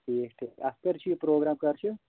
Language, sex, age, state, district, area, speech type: Kashmiri, male, 18-30, Jammu and Kashmir, Anantnag, rural, conversation